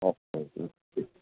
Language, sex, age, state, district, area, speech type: Punjabi, male, 45-60, Punjab, Gurdaspur, urban, conversation